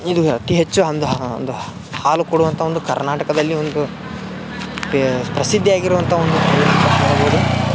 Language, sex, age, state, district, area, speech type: Kannada, male, 18-30, Karnataka, Dharwad, rural, spontaneous